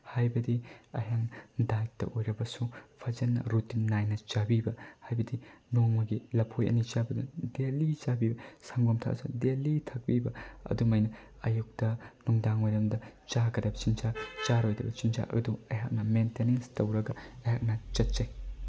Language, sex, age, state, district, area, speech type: Manipuri, male, 18-30, Manipur, Bishnupur, rural, spontaneous